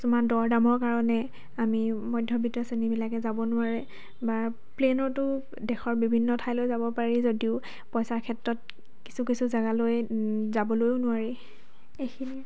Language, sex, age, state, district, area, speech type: Assamese, female, 18-30, Assam, Dhemaji, rural, spontaneous